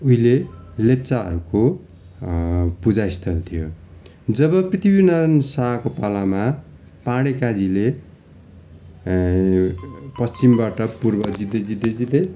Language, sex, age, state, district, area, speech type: Nepali, male, 45-60, West Bengal, Darjeeling, rural, spontaneous